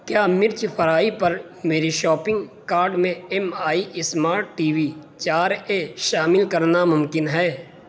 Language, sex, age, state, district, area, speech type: Urdu, male, 18-30, Uttar Pradesh, Saharanpur, urban, read